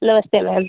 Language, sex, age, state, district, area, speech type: Hindi, female, 18-30, Uttar Pradesh, Azamgarh, rural, conversation